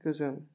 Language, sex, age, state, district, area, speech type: Bodo, male, 30-45, Assam, Kokrajhar, rural, read